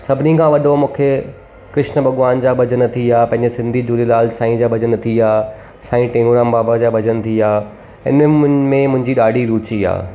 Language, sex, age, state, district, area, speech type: Sindhi, male, 30-45, Gujarat, Surat, urban, spontaneous